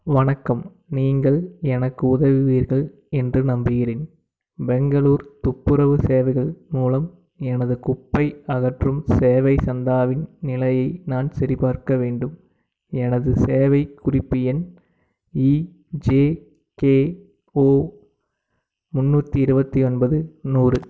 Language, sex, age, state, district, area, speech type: Tamil, male, 18-30, Tamil Nadu, Tiruppur, urban, read